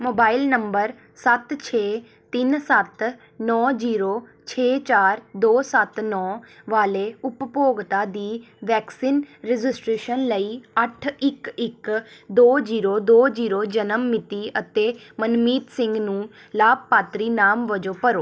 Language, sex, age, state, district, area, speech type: Punjabi, female, 18-30, Punjab, Tarn Taran, urban, read